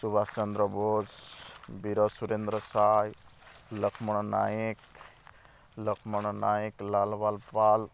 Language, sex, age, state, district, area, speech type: Odia, male, 30-45, Odisha, Rayagada, rural, spontaneous